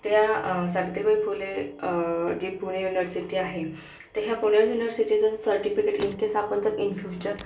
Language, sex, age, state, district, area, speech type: Marathi, female, 30-45, Maharashtra, Akola, urban, spontaneous